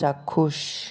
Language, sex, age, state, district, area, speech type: Bengali, male, 30-45, West Bengal, Bankura, urban, read